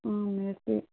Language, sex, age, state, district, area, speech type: Manipuri, female, 30-45, Manipur, Tengnoupal, rural, conversation